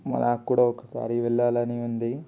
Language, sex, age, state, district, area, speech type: Telugu, male, 18-30, Telangana, Ranga Reddy, urban, spontaneous